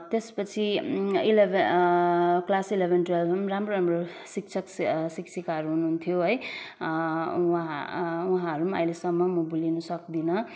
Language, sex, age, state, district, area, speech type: Nepali, female, 30-45, West Bengal, Kalimpong, rural, spontaneous